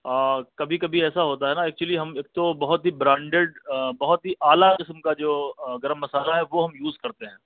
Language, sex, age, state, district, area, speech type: Urdu, male, 30-45, Delhi, South Delhi, urban, conversation